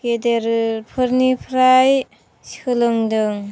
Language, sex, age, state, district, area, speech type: Bodo, female, 18-30, Assam, Chirang, rural, spontaneous